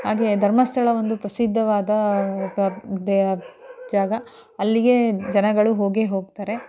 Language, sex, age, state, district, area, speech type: Kannada, female, 30-45, Karnataka, Mandya, rural, spontaneous